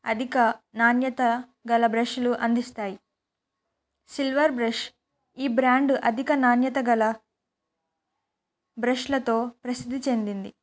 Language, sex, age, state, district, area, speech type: Telugu, female, 18-30, Telangana, Kamareddy, urban, spontaneous